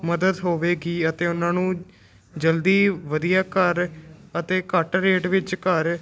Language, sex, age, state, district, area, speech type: Punjabi, male, 18-30, Punjab, Moga, rural, spontaneous